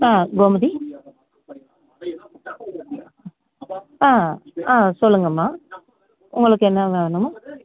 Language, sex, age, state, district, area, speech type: Tamil, female, 60+, Tamil Nadu, Tenkasi, urban, conversation